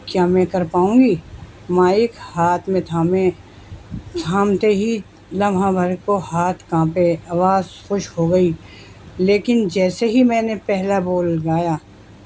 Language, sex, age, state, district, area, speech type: Urdu, female, 60+, Delhi, North East Delhi, urban, spontaneous